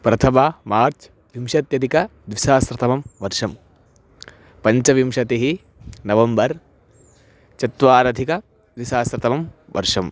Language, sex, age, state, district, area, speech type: Sanskrit, male, 18-30, Karnataka, Chitradurga, urban, spontaneous